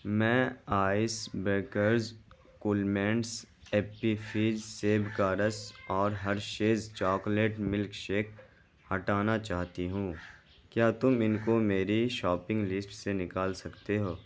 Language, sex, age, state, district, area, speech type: Urdu, male, 18-30, Bihar, Saharsa, rural, read